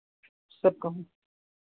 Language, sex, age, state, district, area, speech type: Hindi, female, 60+, Uttar Pradesh, Hardoi, rural, conversation